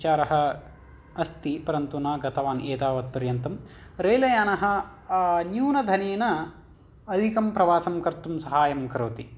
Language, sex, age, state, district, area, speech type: Sanskrit, male, 18-30, Karnataka, Vijayanagara, urban, spontaneous